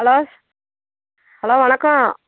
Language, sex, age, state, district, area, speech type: Tamil, female, 30-45, Tamil Nadu, Thoothukudi, urban, conversation